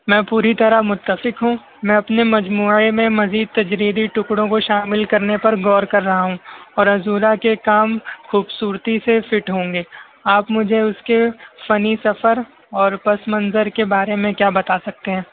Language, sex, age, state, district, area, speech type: Urdu, male, 18-30, Maharashtra, Nashik, urban, conversation